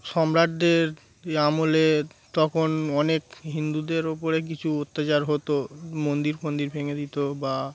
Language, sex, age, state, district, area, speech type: Bengali, male, 30-45, West Bengal, Darjeeling, urban, spontaneous